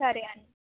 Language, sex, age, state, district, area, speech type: Telugu, female, 18-30, Telangana, Hyderabad, urban, conversation